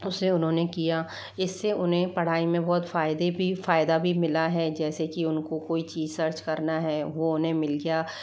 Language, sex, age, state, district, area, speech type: Hindi, female, 45-60, Rajasthan, Jaipur, urban, spontaneous